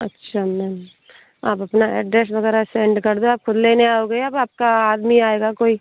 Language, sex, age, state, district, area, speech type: Hindi, female, 18-30, Rajasthan, Bharatpur, rural, conversation